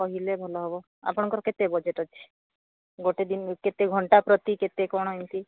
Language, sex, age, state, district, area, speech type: Odia, female, 45-60, Odisha, Sundergarh, rural, conversation